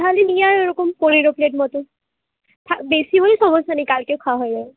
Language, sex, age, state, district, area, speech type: Bengali, female, 18-30, West Bengal, Jhargram, rural, conversation